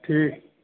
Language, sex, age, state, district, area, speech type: Bengali, male, 45-60, West Bengal, Paschim Bardhaman, rural, conversation